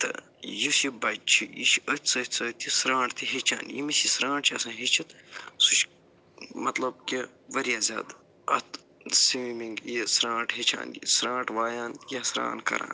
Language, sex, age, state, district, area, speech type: Kashmiri, male, 45-60, Jammu and Kashmir, Budgam, urban, spontaneous